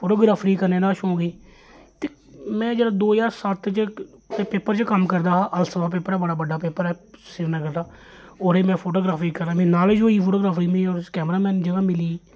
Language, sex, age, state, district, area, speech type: Dogri, male, 30-45, Jammu and Kashmir, Jammu, urban, spontaneous